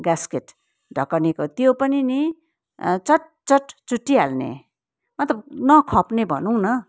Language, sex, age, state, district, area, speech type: Nepali, female, 45-60, West Bengal, Kalimpong, rural, spontaneous